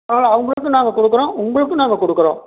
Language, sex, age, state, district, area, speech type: Tamil, male, 60+, Tamil Nadu, Erode, rural, conversation